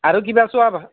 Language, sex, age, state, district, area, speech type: Assamese, male, 60+, Assam, Nalbari, rural, conversation